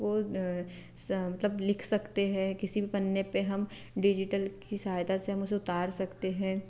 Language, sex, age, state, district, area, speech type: Hindi, female, 18-30, Madhya Pradesh, Betul, rural, spontaneous